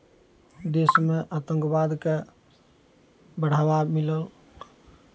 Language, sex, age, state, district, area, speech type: Maithili, male, 45-60, Bihar, Araria, rural, spontaneous